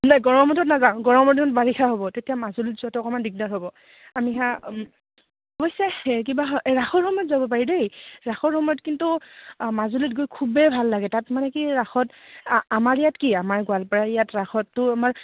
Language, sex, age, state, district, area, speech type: Assamese, female, 30-45, Assam, Goalpara, urban, conversation